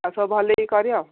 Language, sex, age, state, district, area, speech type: Odia, female, 45-60, Odisha, Gajapati, rural, conversation